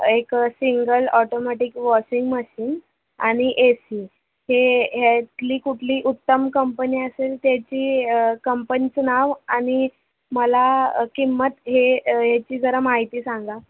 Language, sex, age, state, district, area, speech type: Marathi, female, 18-30, Maharashtra, Thane, urban, conversation